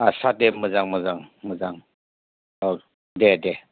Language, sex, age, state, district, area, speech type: Bodo, male, 45-60, Assam, Chirang, rural, conversation